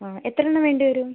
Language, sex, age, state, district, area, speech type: Malayalam, female, 18-30, Kerala, Wayanad, rural, conversation